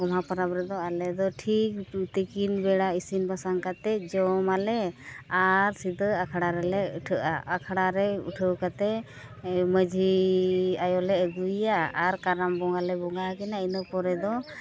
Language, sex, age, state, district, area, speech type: Santali, female, 30-45, Jharkhand, East Singhbhum, rural, spontaneous